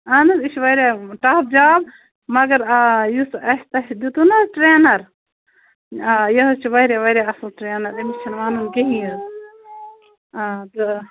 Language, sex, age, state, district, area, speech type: Kashmiri, female, 18-30, Jammu and Kashmir, Bandipora, rural, conversation